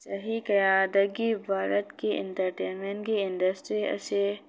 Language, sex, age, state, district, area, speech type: Manipuri, female, 18-30, Manipur, Kakching, rural, spontaneous